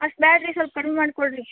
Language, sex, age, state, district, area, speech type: Kannada, female, 18-30, Karnataka, Gadag, rural, conversation